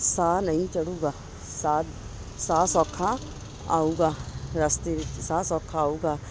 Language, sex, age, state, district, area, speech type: Punjabi, female, 45-60, Punjab, Ludhiana, urban, spontaneous